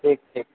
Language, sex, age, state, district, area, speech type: Odia, male, 45-60, Odisha, Sundergarh, rural, conversation